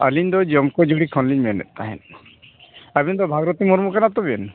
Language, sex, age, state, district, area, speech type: Santali, male, 45-60, Odisha, Mayurbhanj, rural, conversation